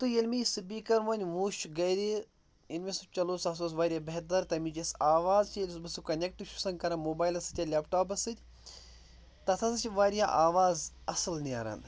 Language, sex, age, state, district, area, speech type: Kashmiri, male, 18-30, Jammu and Kashmir, Pulwama, urban, spontaneous